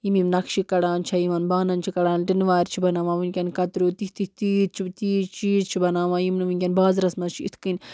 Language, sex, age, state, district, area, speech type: Kashmiri, female, 18-30, Jammu and Kashmir, Baramulla, rural, spontaneous